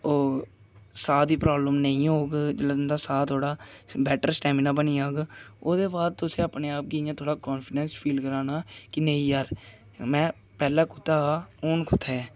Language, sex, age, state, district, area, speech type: Dogri, male, 18-30, Jammu and Kashmir, Kathua, rural, spontaneous